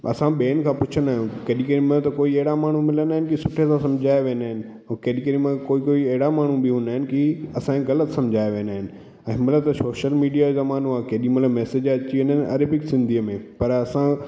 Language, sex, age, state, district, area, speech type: Sindhi, male, 18-30, Madhya Pradesh, Katni, urban, spontaneous